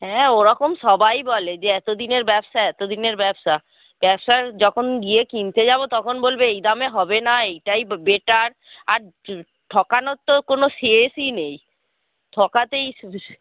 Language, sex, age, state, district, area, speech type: Bengali, female, 45-60, West Bengal, Hooghly, rural, conversation